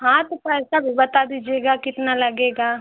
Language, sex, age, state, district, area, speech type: Hindi, female, 18-30, Uttar Pradesh, Mau, rural, conversation